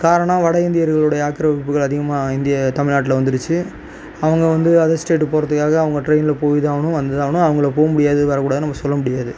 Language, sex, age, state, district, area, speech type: Tamil, male, 30-45, Tamil Nadu, Tiruvarur, rural, spontaneous